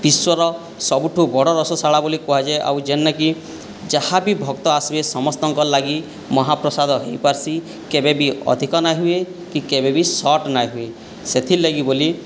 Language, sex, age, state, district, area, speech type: Odia, male, 18-30, Odisha, Boudh, rural, spontaneous